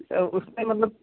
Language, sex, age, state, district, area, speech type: Hindi, male, 18-30, Uttar Pradesh, Prayagraj, rural, conversation